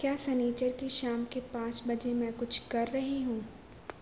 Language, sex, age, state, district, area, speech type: Urdu, female, 18-30, Telangana, Hyderabad, urban, read